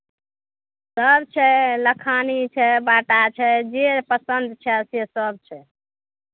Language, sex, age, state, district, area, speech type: Maithili, female, 60+, Bihar, Madhepura, rural, conversation